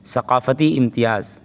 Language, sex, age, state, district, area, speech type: Urdu, male, 18-30, Uttar Pradesh, Saharanpur, urban, spontaneous